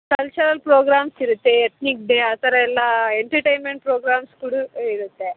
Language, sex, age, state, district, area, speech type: Kannada, female, 30-45, Karnataka, Chitradurga, rural, conversation